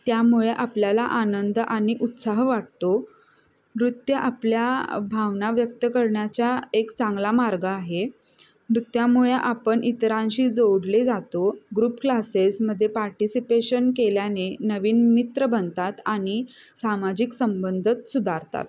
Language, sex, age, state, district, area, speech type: Marathi, female, 18-30, Maharashtra, Kolhapur, urban, spontaneous